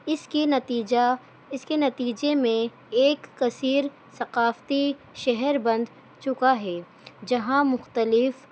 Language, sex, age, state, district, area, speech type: Urdu, female, 18-30, Delhi, New Delhi, urban, spontaneous